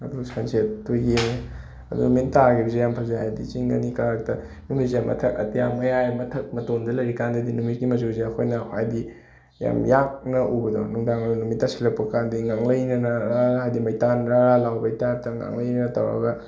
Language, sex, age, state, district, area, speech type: Manipuri, male, 18-30, Manipur, Bishnupur, rural, spontaneous